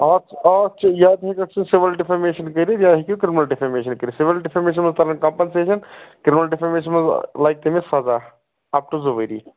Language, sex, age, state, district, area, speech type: Kashmiri, male, 30-45, Jammu and Kashmir, Baramulla, urban, conversation